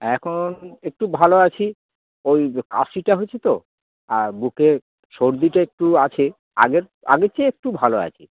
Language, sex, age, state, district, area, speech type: Bengali, male, 60+, West Bengal, Dakshin Dinajpur, rural, conversation